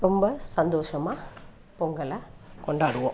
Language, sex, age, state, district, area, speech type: Tamil, female, 60+, Tamil Nadu, Thanjavur, urban, spontaneous